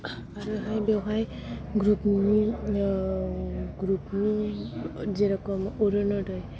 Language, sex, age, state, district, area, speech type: Bodo, female, 45-60, Assam, Kokrajhar, urban, spontaneous